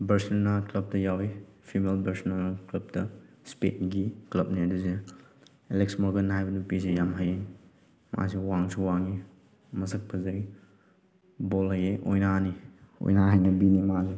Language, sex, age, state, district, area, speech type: Manipuri, male, 18-30, Manipur, Chandel, rural, spontaneous